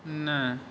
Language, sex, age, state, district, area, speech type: Odia, male, 18-30, Odisha, Nayagarh, rural, read